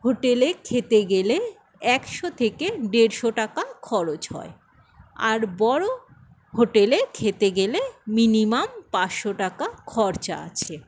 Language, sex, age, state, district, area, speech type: Bengali, female, 60+, West Bengal, Paschim Bardhaman, rural, spontaneous